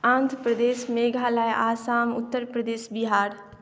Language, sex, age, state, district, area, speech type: Maithili, female, 18-30, Bihar, Madhubani, rural, spontaneous